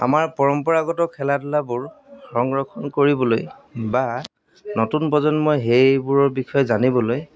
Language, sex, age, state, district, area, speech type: Assamese, male, 30-45, Assam, Golaghat, urban, spontaneous